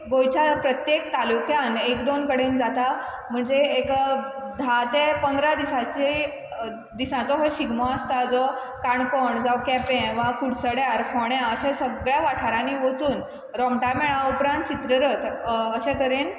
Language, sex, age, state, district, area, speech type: Goan Konkani, female, 18-30, Goa, Quepem, rural, spontaneous